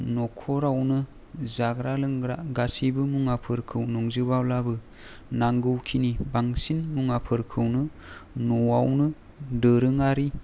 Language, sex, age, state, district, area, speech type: Bodo, male, 18-30, Assam, Kokrajhar, rural, spontaneous